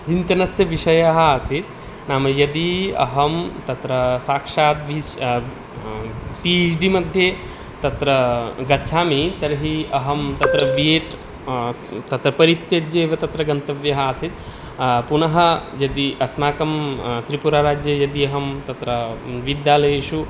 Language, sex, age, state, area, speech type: Sanskrit, male, 18-30, Tripura, rural, spontaneous